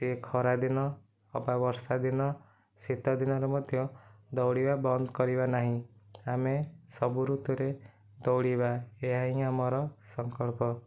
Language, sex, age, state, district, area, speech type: Odia, male, 18-30, Odisha, Nayagarh, rural, spontaneous